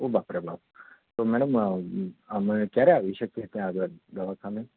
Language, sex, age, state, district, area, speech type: Gujarati, male, 30-45, Gujarat, Anand, urban, conversation